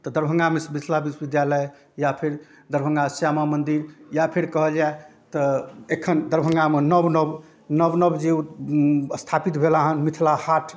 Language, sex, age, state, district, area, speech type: Maithili, male, 30-45, Bihar, Darbhanga, rural, spontaneous